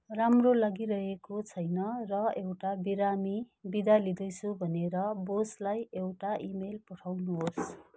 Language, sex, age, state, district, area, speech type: Nepali, male, 45-60, West Bengal, Kalimpong, rural, read